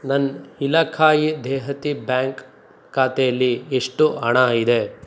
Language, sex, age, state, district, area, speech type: Kannada, male, 30-45, Karnataka, Chikkaballapur, urban, read